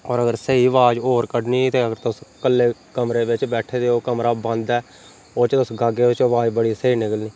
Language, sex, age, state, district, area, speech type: Dogri, male, 30-45, Jammu and Kashmir, Reasi, rural, spontaneous